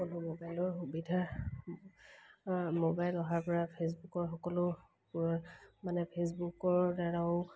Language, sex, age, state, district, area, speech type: Assamese, female, 30-45, Assam, Kamrup Metropolitan, urban, spontaneous